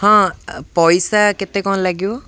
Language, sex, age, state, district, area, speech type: Odia, male, 18-30, Odisha, Jagatsinghpur, rural, spontaneous